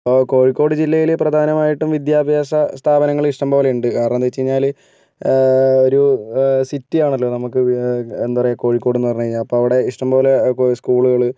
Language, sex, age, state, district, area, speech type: Malayalam, female, 30-45, Kerala, Kozhikode, urban, spontaneous